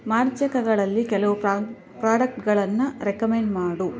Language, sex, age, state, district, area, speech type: Kannada, female, 18-30, Karnataka, Kolar, rural, read